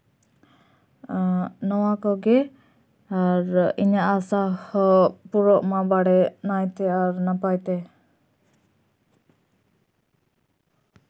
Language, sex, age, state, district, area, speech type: Santali, female, 18-30, West Bengal, Purba Bardhaman, rural, spontaneous